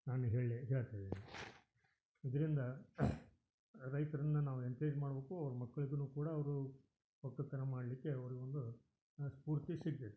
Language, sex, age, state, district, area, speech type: Kannada, male, 60+, Karnataka, Koppal, rural, spontaneous